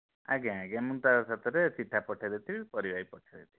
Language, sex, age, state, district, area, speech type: Odia, male, 30-45, Odisha, Bhadrak, rural, conversation